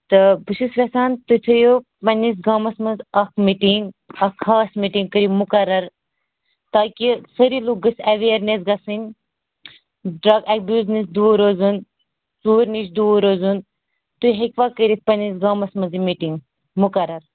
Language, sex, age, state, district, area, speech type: Kashmiri, female, 18-30, Jammu and Kashmir, Anantnag, rural, conversation